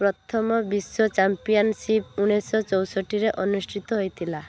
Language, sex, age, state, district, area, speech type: Odia, female, 18-30, Odisha, Balasore, rural, read